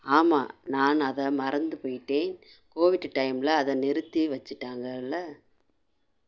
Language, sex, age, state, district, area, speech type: Tamil, female, 45-60, Tamil Nadu, Madurai, urban, read